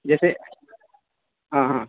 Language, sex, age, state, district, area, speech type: Urdu, male, 30-45, Uttar Pradesh, Azamgarh, rural, conversation